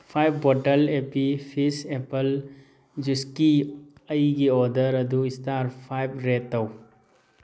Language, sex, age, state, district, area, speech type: Manipuri, male, 30-45, Manipur, Thoubal, urban, read